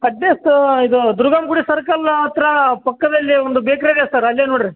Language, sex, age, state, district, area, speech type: Kannada, male, 18-30, Karnataka, Bellary, urban, conversation